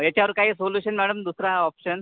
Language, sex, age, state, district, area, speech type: Marathi, male, 18-30, Maharashtra, Akola, rural, conversation